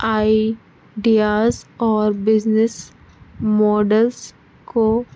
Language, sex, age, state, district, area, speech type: Urdu, female, 30-45, Delhi, North East Delhi, urban, spontaneous